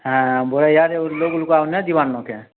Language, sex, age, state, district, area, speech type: Odia, male, 45-60, Odisha, Nuapada, urban, conversation